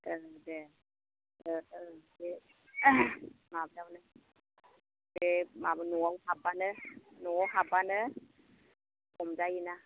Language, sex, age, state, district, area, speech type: Bodo, female, 45-60, Assam, Kokrajhar, urban, conversation